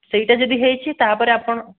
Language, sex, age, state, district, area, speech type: Odia, male, 18-30, Odisha, Dhenkanal, rural, conversation